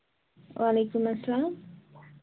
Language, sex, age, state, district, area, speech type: Kashmiri, female, 18-30, Jammu and Kashmir, Baramulla, rural, conversation